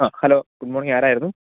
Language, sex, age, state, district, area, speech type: Malayalam, male, 18-30, Kerala, Thiruvananthapuram, rural, conversation